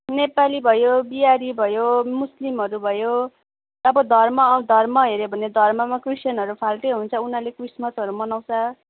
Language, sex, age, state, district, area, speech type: Nepali, female, 30-45, West Bengal, Jalpaiguri, rural, conversation